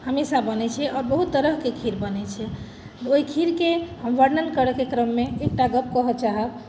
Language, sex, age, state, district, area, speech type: Maithili, female, 30-45, Bihar, Madhubani, rural, spontaneous